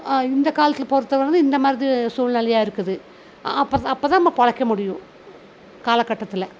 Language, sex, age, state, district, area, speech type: Tamil, female, 45-60, Tamil Nadu, Coimbatore, rural, spontaneous